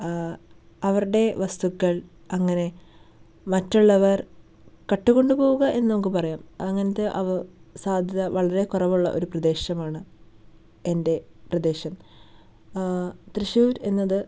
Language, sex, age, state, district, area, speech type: Malayalam, female, 18-30, Kerala, Thrissur, rural, spontaneous